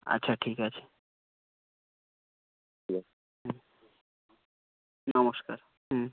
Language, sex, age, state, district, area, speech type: Bengali, male, 18-30, West Bengal, South 24 Parganas, rural, conversation